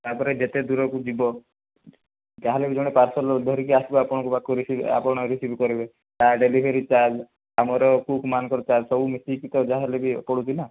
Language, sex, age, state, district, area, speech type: Odia, male, 18-30, Odisha, Kandhamal, rural, conversation